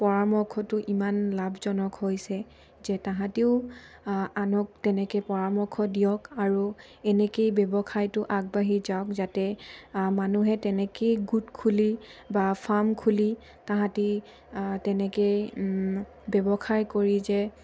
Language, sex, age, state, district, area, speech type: Assamese, female, 18-30, Assam, Dibrugarh, rural, spontaneous